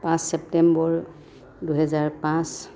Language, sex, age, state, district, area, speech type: Assamese, female, 45-60, Assam, Dhemaji, rural, spontaneous